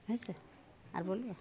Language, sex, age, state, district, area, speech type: Bengali, female, 45-60, West Bengal, Darjeeling, urban, spontaneous